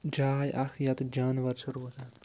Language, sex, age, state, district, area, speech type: Kashmiri, male, 18-30, Jammu and Kashmir, Srinagar, urban, spontaneous